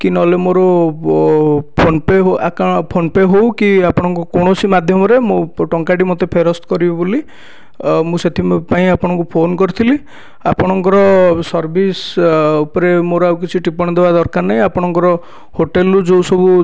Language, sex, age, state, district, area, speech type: Odia, male, 18-30, Odisha, Dhenkanal, rural, spontaneous